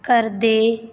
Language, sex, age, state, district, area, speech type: Punjabi, female, 18-30, Punjab, Fazilka, rural, read